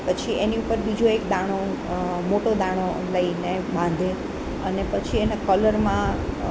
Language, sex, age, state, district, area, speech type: Gujarati, female, 60+, Gujarat, Rajkot, urban, spontaneous